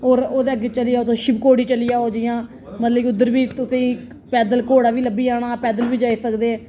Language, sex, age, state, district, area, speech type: Dogri, female, 30-45, Jammu and Kashmir, Reasi, urban, spontaneous